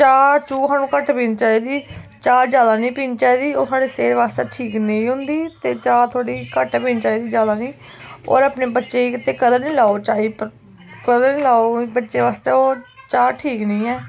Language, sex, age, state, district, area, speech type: Dogri, female, 18-30, Jammu and Kashmir, Kathua, rural, spontaneous